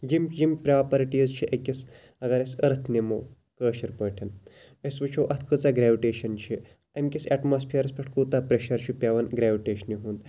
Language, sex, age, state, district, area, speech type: Kashmiri, male, 30-45, Jammu and Kashmir, Shopian, urban, spontaneous